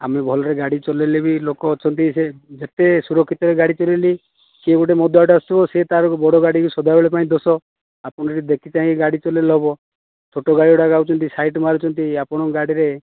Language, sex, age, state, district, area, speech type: Odia, male, 30-45, Odisha, Kandhamal, rural, conversation